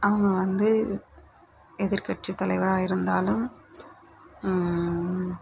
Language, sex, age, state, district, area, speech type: Tamil, male, 18-30, Tamil Nadu, Dharmapuri, rural, spontaneous